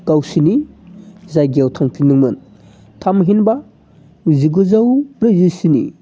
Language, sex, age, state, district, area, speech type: Bodo, male, 30-45, Assam, Chirang, urban, spontaneous